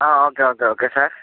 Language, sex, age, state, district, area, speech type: Malayalam, male, 18-30, Kerala, Wayanad, rural, conversation